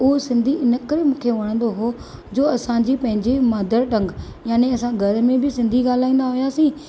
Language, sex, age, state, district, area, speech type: Sindhi, female, 30-45, Maharashtra, Thane, urban, spontaneous